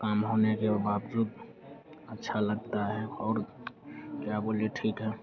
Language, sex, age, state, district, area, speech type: Hindi, male, 30-45, Bihar, Madhepura, rural, spontaneous